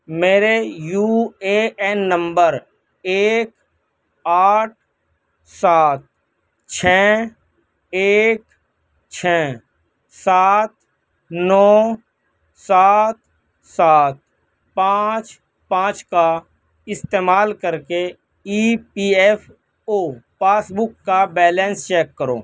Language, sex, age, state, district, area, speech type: Urdu, male, 18-30, Delhi, North West Delhi, urban, read